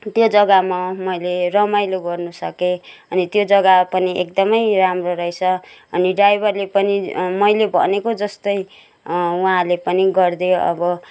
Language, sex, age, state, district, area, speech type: Nepali, female, 60+, West Bengal, Kalimpong, rural, spontaneous